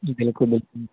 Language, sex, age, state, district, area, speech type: Punjabi, male, 30-45, Punjab, Tarn Taran, rural, conversation